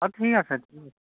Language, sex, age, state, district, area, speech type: Assamese, male, 45-60, Assam, Majuli, rural, conversation